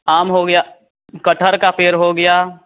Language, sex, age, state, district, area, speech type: Hindi, male, 18-30, Bihar, Vaishali, rural, conversation